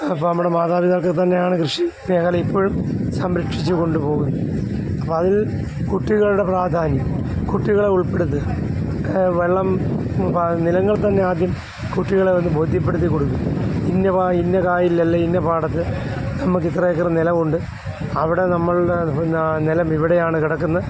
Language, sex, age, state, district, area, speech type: Malayalam, male, 45-60, Kerala, Alappuzha, rural, spontaneous